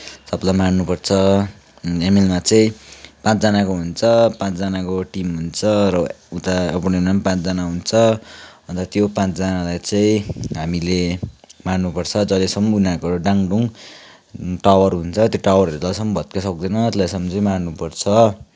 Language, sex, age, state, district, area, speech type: Nepali, male, 18-30, West Bengal, Kalimpong, rural, spontaneous